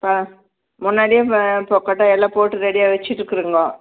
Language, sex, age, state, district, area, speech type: Tamil, female, 45-60, Tamil Nadu, Tirupattur, rural, conversation